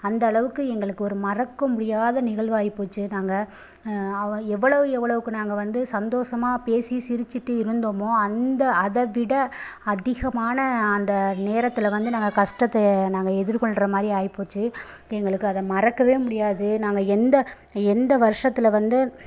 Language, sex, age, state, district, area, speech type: Tamil, female, 30-45, Tamil Nadu, Pudukkottai, rural, spontaneous